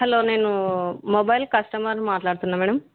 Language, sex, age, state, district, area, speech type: Telugu, female, 18-30, Andhra Pradesh, Kurnool, rural, conversation